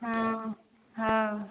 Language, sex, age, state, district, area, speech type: Maithili, female, 30-45, Bihar, Supaul, rural, conversation